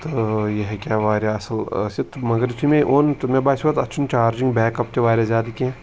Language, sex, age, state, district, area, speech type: Kashmiri, male, 18-30, Jammu and Kashmir, Pulwama, rural, spontaneous